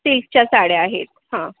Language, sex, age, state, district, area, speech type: Marathi, female, 18-30, Maharashtra, Akola, urban, conversation